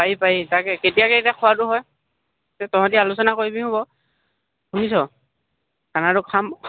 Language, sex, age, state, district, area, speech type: Assamese, male, 18-30, Assam, Lakhimpur, urban, conversation